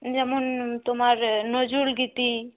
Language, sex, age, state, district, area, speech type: Bengali, female, 18-30, West Bengal, Paschim Bardhaman, urban, conversation